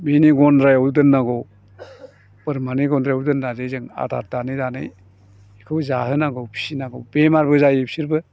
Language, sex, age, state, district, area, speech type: Bodo, male, 60+, Assam, Chirang, rural, spontaneous